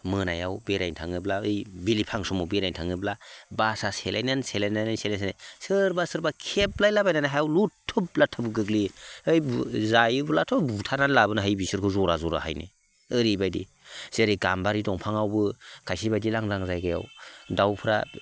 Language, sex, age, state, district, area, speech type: Bodo, male, 45-60, Assam, Baksa, rural, spontaneous